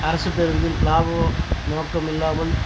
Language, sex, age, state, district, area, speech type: Tamil, male, 45-60, Tamil Nadu, Dharmapuri, rural, spontaneous